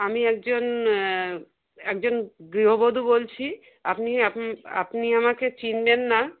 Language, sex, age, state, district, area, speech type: Bengali, female, 30-45, West Bengal, Birbhum, urban, conversation